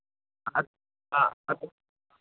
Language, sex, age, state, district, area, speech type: Manipuri, male, 45-60, Manipur, Imphal East, rural, conversation